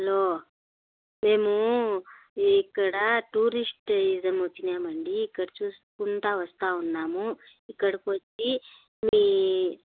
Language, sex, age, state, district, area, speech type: Telugu, female, 45-60, Andhra Pradesh, Annamaya, rural, conversation